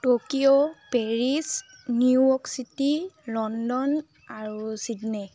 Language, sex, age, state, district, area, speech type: Assamese, female, 30-45, Assam, Tinsukia, urban, spontaneous